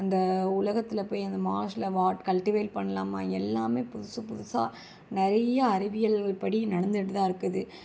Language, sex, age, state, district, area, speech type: Tamil, female, 18-30, Tamil Nadu, Kanchipuram, urban, spontaneous